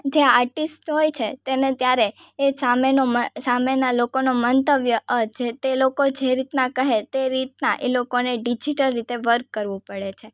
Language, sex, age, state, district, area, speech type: Gujarati, female, 18-30, Gujarat, Surat, rural, spontaneous